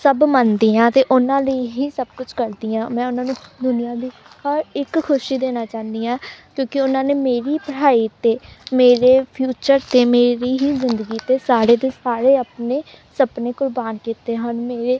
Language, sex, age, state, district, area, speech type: Punjabi, female, 18-30, Punjab, Amritsar, urban, spontaneous